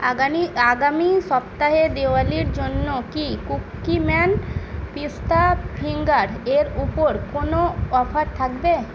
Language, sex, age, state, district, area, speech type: Bengali, female, 18-30, West Bengal, Murshidabad, rural, read